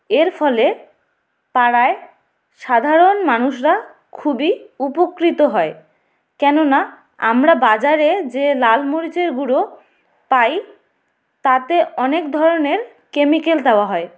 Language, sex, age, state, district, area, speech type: Bengali, female, 30-45, West Bengal, Jalpaiguri, rural, spontaneous